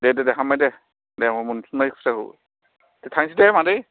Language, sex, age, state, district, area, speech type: Bodo, male, 45-60, Assam, Kokrajhar, rural, conversation